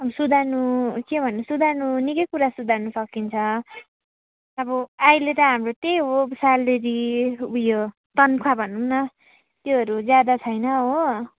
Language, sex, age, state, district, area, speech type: Nepali, female, 18-30, West Bengal, Darjeeling, rural, conversation